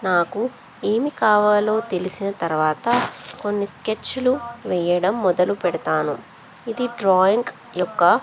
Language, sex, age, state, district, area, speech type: Telugu, female, 18-30, Telangana, Ranga Reddy, urban, spontaneous